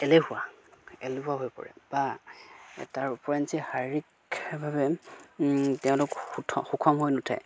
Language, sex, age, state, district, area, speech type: Assamese, male, 30-45, Assam, Golaghat, rural, spontaneous